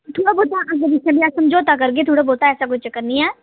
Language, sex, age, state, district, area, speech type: Dogri, female, 30-45, Jammu and Kashmir, Udhampur, urban, conversation